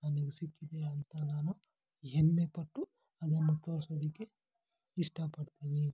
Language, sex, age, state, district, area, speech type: Kannada, male, 45-60, Karnataka, Kolar, rural, spontaneous